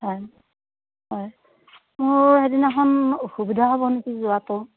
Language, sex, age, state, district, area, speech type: Assamese, female, 60+, Assam, Darrang, rural, conversation